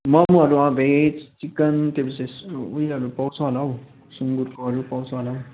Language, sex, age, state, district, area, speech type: Nepali, male, 18-30, West Bengal, Kalimpong, rural, conversation